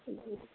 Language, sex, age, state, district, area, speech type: Urdu, female, 30-45, Telangana, Hyderabad, urban, conversation